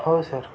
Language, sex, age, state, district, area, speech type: Marathi, male, 18-30, Maharashtra, Satara, urban, spontaneous